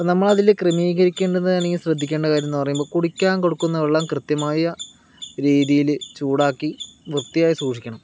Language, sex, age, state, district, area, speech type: Malayalam, male, 30-45, Kerala, Palakkad, urban, spontaneous